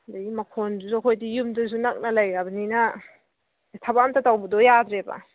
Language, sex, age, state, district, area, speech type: Manipuri, female, 18-30, Manipur, Kangpokpi, urban, conversation